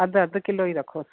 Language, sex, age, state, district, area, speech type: Sindhi, female, 45-60, Gujarat, Kutch, rural, conversation